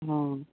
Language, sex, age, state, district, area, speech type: Odia, male, 18-30, Odisha, Koraput, urban, conversation